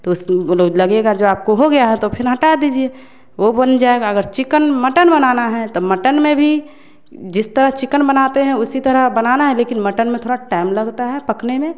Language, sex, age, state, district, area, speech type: Hindi, female, 30-45, Bihar, Samastipur, rural, spontaneous